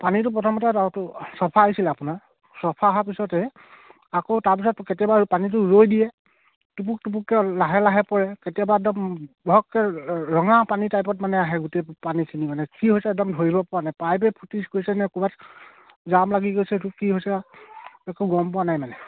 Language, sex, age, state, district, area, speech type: Assamese, male, 30-45, Assam, Sivasagar, rural, conversation